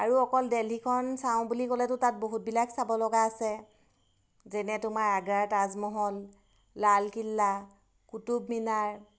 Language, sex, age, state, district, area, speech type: Assamese, female, 30-45, Assam, Golaghat, urban, spontaneous